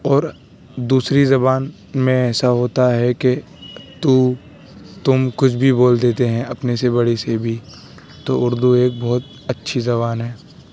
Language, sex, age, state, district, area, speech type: Urdu, male, 18-30, Uttar Pradesh, Aligarh, urban, spontaneous